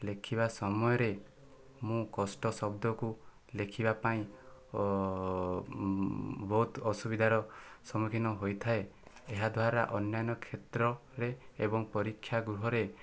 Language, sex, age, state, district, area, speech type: Odia, male, 18-30, Odisha, Kandhamal, rural, spontaneous